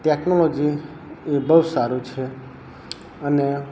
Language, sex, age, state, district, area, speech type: Gujarati, male, 30-45, Gujarat, Narmada, rural, spontaneous